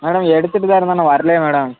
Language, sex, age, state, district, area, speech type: Tamil, male, 18-30, Tamil Nadu, Tirunelveli, rural, conversation